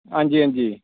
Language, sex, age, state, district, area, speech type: Dogri, male, 18-30, Jammu and Kashmir, Kathua, rural, conversation